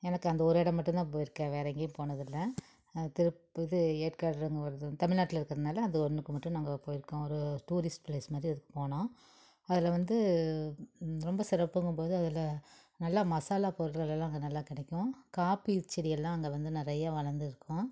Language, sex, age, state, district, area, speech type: Tamil, female, 45-60, Tamil Nadu, Tiruppur, urban, spontaneous